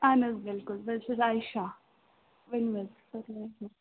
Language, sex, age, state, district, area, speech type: Kashmiri, female, 30-45, Jammu and Kashmir, Srinagar, urban, conversation